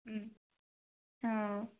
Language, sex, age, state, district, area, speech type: Kannada, female, 18-30, Karnataka, Tumkur, rural, conversation